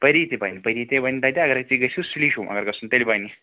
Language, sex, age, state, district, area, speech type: Kashmiri, male, 30-45, Jammu and Kashmir, Srinagar, urban, conversation